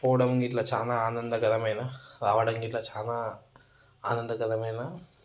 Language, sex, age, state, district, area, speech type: Telugu, male, 30-45, Telangana, Vikarabad, urban, spontaneous